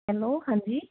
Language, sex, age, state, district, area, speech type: Punjabi, female, 18-30, Punjab, Muktsar, urban, conversation